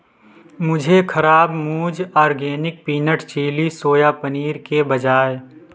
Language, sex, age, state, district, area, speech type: Hindi, male, 18-30, Uttar Pradesh, Prayagraj, urban, read